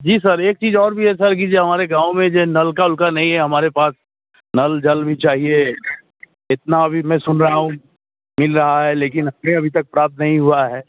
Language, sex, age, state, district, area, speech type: Hindi, male, 30-45, Bihar, Samastipur, urban, conversation